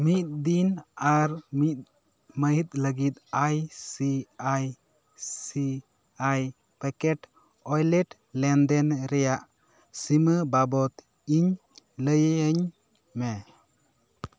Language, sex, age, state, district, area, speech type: Santali, male, 18-30, West Bengal, Bankura, rural, read